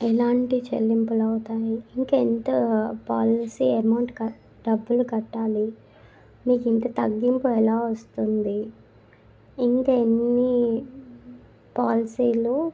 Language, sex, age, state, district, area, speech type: Telugu, female, 18-30, Telangana, Sangareddy, urban, spontaneous